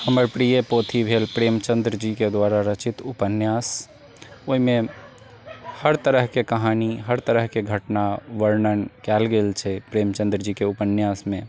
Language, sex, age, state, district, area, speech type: Maithili, male, 45-60, Bihar, Sitamarhi, urban, spontaneous